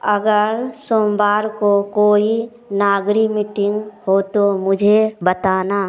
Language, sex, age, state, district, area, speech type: Hindi, female, 30-45, Bihar, Samastipur, rural, read